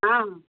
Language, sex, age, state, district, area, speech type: Maithili, female, 30-45, Bihar, Madhubani, rural, conversation